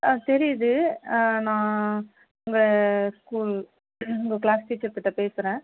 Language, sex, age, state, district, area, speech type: Tamil, female, 30-45, Tamil Nadu, Dharmapuri, rural, conversation